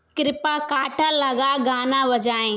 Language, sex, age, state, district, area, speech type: Hindi, female, 18-30, Rajasthan, Karauli, rural, read